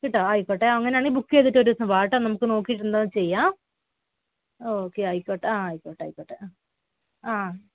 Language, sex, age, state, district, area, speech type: Malayalam, female, 18-30, Kerala, Wayanad, rural, conversation